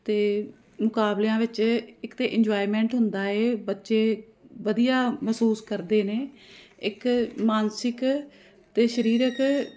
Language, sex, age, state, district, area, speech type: Punjabi, female, 45-60, Punjab, Jalandhar, urban, spontaneous